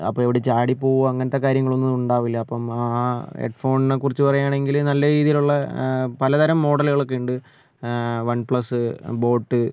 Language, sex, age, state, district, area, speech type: Malayalam, male, 30-45, Kerala, Wayanad, rural, spontaneous